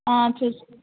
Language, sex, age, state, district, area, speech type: Telugu, female, 18-30, Telangana, Vikarabad, rural, conversation